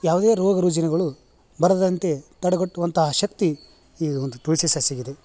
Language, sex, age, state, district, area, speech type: Kannada, male, 45-60, Karnataka, Gadag, rural, spontaneous